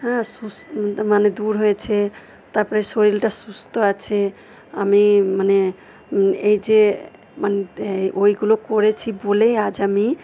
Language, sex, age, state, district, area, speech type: Bengali, female, 45-60, West Bengal, Purba Bardhaman, rural, spontaneous